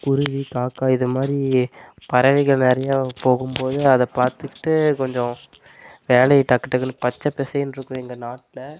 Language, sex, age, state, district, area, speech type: Tamil, male, 18-30, Tamil Nadu, Namakkal, rural, spontaneous